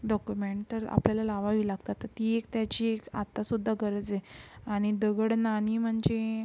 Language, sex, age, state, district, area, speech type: Marathi, female, 18-30, Maharashtra, Yavatmal, urban, spontaneous